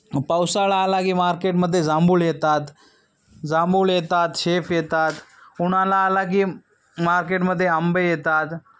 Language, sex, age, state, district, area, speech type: Marathi, male, 18-30, Maharashtra, Nanded, urban, spontaneous